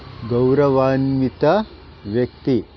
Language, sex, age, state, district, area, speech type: Kannada, male, 30-45, Karnataka, Shimoga, rural, spontaneous